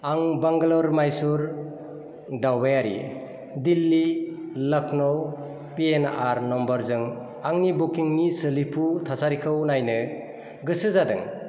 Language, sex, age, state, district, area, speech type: Bodo, male, 30-45, Assam, Kokrajhar, urban, read